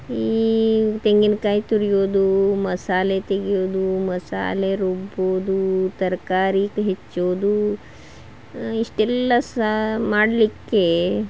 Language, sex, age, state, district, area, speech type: Kannada, female, 45-60, Karnataka, Shimoga, rural, spontaneous